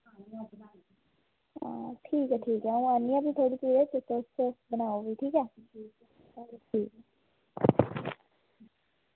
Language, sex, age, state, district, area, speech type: Dogri, female, 18-30, Jammu and Kashmir, Reasi, rural, conversation